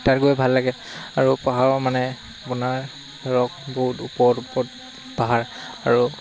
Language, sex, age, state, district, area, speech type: Assamese, male, 18-30, Assam, Lakhimpur, rural, spontaneous